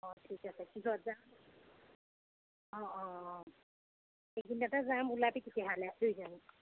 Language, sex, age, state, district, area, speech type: Assamese, female, 30-45, Assam, Golaghat, urban, conversation